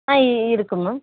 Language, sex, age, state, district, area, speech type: Tamil, female, 45-60, Tamil Nadu, Nilgiris, rural, conversation